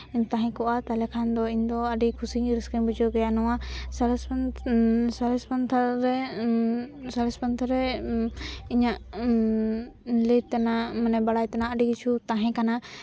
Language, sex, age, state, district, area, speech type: Santali, female, 18-30, West Bengal, Jhargram, rural, spontaneous